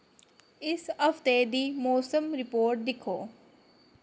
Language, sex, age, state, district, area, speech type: Dogri, female, 30-45, Jammu and Kashmir, Samba, rural, read